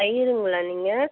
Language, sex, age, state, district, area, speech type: Tamil, female, 60+, Tamil Nadu, Vellore, rural, conversation